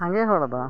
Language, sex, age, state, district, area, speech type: Santali, female, 60+, Odisha, Mayurbhanj, rural, spontaneous